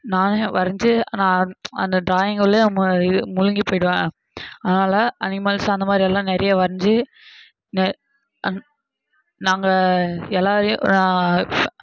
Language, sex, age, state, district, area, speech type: Tamil, male, 18-30, Tamil Nadu, Krishnagiri, rural, spontaneous